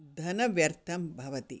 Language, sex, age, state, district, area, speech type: Sanskrit, female, 60+, Karnataka, Bangalore Urban, urban, spontaneous